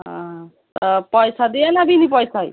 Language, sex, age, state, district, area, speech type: Bengali, female, 18-30, West Bengal, Murshidabad, rural, conversation